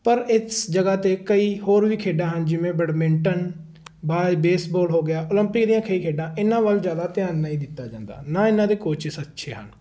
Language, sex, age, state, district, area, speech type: Punjabi, male, 18-30, Punjab, Patiala, rural, spontaneous